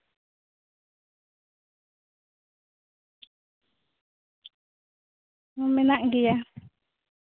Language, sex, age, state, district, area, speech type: Santali, female, 30-45, Jharkhand, Seraikela Kharsawan, rural, conversation